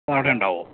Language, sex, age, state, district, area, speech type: Malayalam, male, 30-45, Kerala, Idukki, rural, conversation